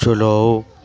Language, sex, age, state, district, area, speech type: Urdu, male, 60+, Delhi, Central Delhi, urban, read